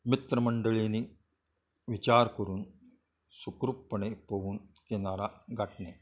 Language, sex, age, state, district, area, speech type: Marathi, male, 60+, Maharashtra, Kolhapur, urban, spontaneous